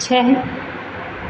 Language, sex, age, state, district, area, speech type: Hindi, female, 18-30, Madhya Pradesh, Seoni, urban, read